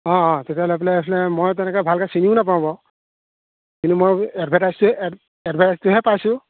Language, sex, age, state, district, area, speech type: Assamese, male, 30-45, Assam, Golaghat, urban, conversation